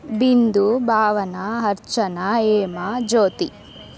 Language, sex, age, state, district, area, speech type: Kannada, female, 18-30, Karnataka, Tumkur, rural, spontaneous